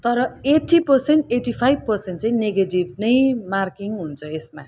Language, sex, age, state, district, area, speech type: Nepali, female, 45-60, West Bengal, Kalimpong, rural, spontaneous